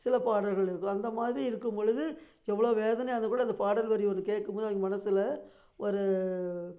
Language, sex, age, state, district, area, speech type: Tamil, female, 60+, Tamil Nadu, Namakkal, rural, spontaneous